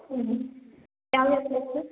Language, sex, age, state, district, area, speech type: Kannada, female, 18-30, Karnataka, Mandya, rural, conversation